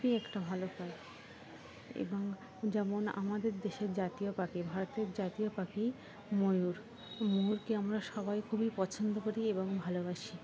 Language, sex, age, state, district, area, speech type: Bengali, female, 18-30, West Bengal, Dakshin Dinajpur, urban, spontaneous